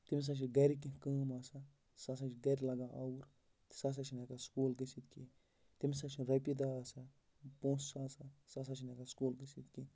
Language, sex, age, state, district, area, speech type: Kashmiri, male, 30-45, Jammu and Kashmir, Baramulla, rural, spontaneous